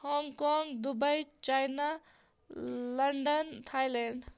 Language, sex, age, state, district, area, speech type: Kashmiri, female, 30-45, Jammu and Kashmir, Bandipora, rural, spontaneous